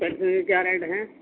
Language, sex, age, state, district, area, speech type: Urdu, male, 60+, Delhi, North East Delhi, urban, conversation